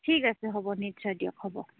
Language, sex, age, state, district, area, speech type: Assamese, female, 18-30, Assam, Dibrugarh, urban, conversation